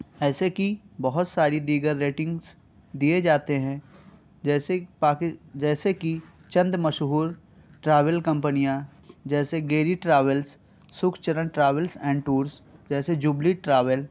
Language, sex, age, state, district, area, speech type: Urdu, male, 18-30, Uttar Pradesh, Balrampur, rural, spontaneous